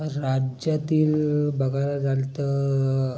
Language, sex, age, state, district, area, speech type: Marathi, male, 18-30, Maharashtra, Raigad, urban, spontaneous